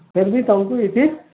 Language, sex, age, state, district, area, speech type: Odia, male, 30-45, Odisha, Bargarh, urban, conversation